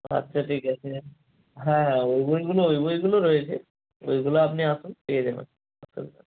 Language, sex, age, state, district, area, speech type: Bengali, male, 30-45, West Bengal, Hooghly, urban, conversation